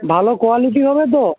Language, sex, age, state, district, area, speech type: Bengali, male, 30-45, West Bengal, Uttar Dinajpur, urban, conversation